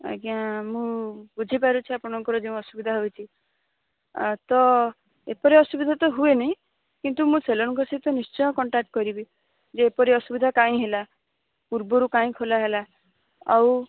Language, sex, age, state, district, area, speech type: Odia, female, 18-30, Odisha, Bhadrak, rural, conversation